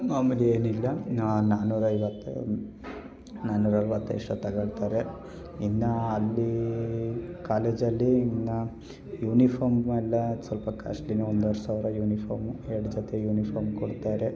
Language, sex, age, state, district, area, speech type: Kannada, male, 18-30, Karnataka, Hassan, rural, spontaneous